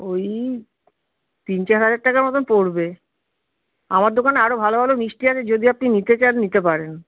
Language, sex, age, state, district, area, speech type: Bengali, female, 45-60, West Bengal, Kolkata, urban, conversation